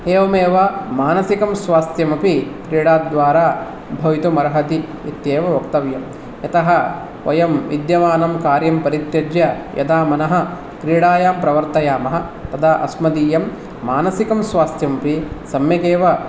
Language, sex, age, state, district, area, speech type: Sanskrit, male, 30-45, Karnataka, Bangalore Urban, urban, spontaneous